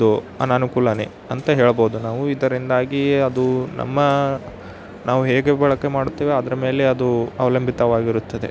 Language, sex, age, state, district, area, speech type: Kannada, male, 18-30, Karnataka, Yadgir, rural, spontaneous